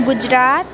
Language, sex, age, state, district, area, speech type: Nepali, female, 18-30, West Bengal, Alipurduar, urban, spontaneous